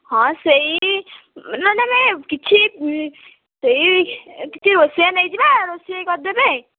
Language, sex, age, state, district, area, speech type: Odia, female, 18-30, Odisha, Kendujhar, urban, conversation